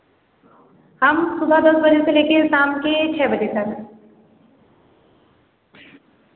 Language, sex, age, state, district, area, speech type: Hindi, female, 18-30, Uttar Pradesh, Azamgarh, rural, conversation